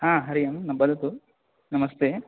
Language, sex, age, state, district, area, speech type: Sanskrit, male, 18-30, West Bengal, Cooch Behar, rural, conversation